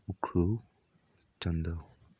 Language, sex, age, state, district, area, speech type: Manipuri, male, 18-30, Manipur, Senapati, rural, spontaneous